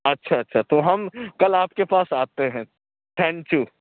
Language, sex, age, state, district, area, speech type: Urdu, male, 60+, Uttar Pradesh, Lucknow, urban, conversation